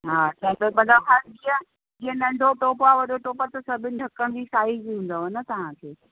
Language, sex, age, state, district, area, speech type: Sindhi, female, 45-60, Uttar Pradesh, Lucknow, urban, conversation